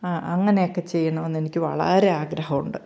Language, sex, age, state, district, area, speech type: Malayalam, female, 45-60, Kerala, Pathanamthitta, rural, spontaneous